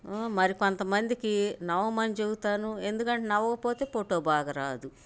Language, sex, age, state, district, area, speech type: Telugu, female, 45-60, Andhra Pradesh, Bapatla, urban, spontaneous